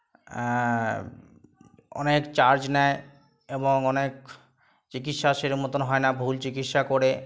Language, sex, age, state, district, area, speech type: Bengali, male, 18-30, West Bengal, Uttar Dinajpur, rural, spontaneous